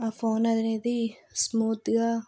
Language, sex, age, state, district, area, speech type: Telugu, female, 60+, Andhra Pradesh, Vizianagaram, rural, spontaneous